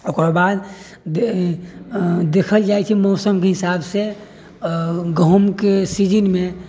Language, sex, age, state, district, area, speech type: Maithili, male, 60+, Bihar, Sitamarhi, rural, spontaneous